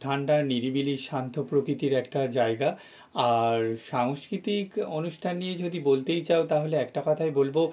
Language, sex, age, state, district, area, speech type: Bengali, male, 30-45, West Bengal, North 24 Parganas, urban, spontaneous